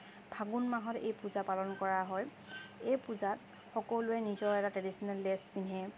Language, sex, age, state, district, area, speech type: Assamese, female, 30-45, Assam, Charaideo, urban, spontaneous